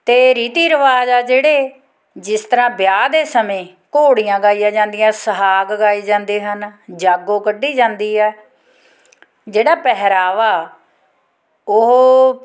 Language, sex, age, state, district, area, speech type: Punjabi, female, 45-60, Punjab, Fatehgarh Sahib, rural, spontaneous